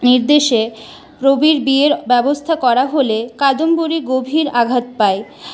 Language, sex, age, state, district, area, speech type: Bengali, female, 18-30, West Bengal, Purulia, urban, spontaneous